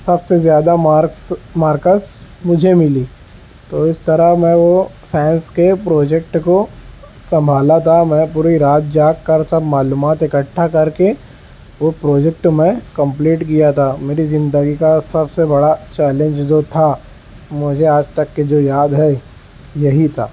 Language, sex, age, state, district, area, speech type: Urdu, male, 18-30, Maharashtra, Nashik, urban, spontaneous